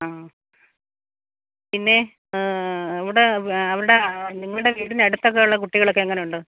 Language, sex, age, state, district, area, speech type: Malayalam, female, 30-45, Kerala, Alappuzha, rural, conversation